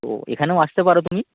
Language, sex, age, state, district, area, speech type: Bengali, male, 18-30, West Bengal, North 24 Parganas, rural, conversation